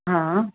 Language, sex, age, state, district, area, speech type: Sindhi, female, 45-60, Maharashtra, Thane, urban, conversation